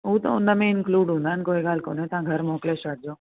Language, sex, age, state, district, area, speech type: Sindhi, female, 30-45, Delhi, South Delhi, urban, conversation